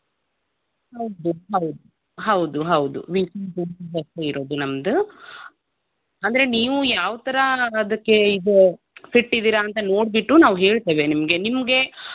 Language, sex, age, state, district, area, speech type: Kannada, female, 30-45, Karnataka, Davanagere, urban, conversation